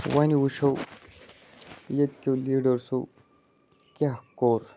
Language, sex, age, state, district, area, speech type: Kashmiri, male, 18-30, Jammu and Kashmir, Budgam, rural, spontaneous